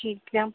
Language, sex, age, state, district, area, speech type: Hindi, male, 18-30, Bihar, Darbhanga, rural, conversation